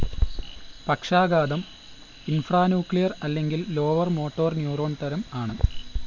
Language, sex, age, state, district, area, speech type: Malayalam, female, 18-30, Kerala, Wayanad, rural, read